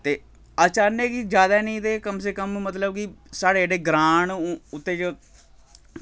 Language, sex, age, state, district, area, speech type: Dogri, male, 30-45, Jammu and Kashmir, Samba, rural, spontaneous